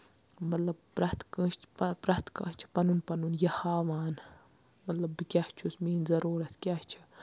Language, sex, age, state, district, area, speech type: Kashmiri, female, 18-30, Jammu and Kashmir, Baramulla, rural, spontaneous